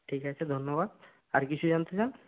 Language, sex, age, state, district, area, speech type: Bengali, male, 60+, West Bengal, Purba Medinipur, rural, conversation